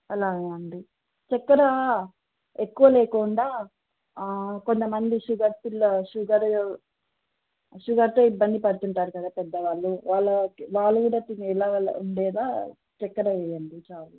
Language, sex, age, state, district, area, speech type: Telugu, female, 18-30, Andhra Pradesh, Sri Satya Sai, urban, conversation